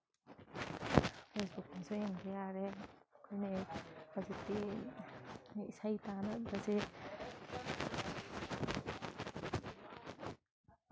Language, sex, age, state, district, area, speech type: Manipuri, female, 30-45, Manipur, Imphal East, rural, spontaneous